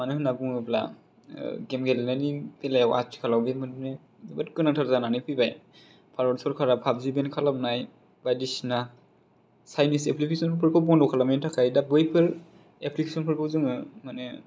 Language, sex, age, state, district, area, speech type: Bodo, male, 18-30, Assam, Chirang, urban, spontaneous